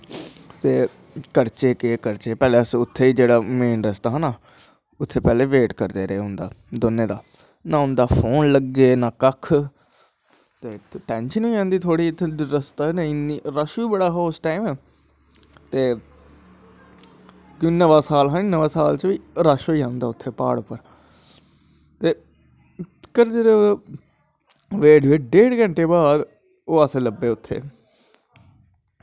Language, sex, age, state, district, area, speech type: Dogri, male, 18-30, Jammu and Kashmir, Jammu, urban, spontaneous